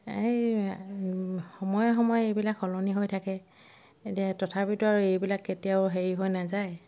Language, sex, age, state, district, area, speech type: Assamese, female, 30-45, Assam, Sivasagar, rural, spontaneous